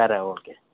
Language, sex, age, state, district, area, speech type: Telugu, male, 18-30, Telangana, Jangaon, rural, conversation